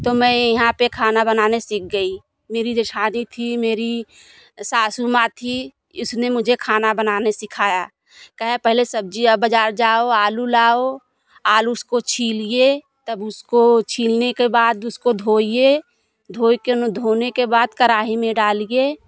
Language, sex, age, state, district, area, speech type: Hindi, female, 45-60, Uttar Pradesh, Jaunpur, rural, spontaneous